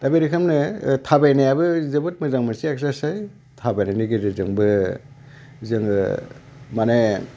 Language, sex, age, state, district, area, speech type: Bodo, male, 60+, Assam, Udalguri, urban, spontaneous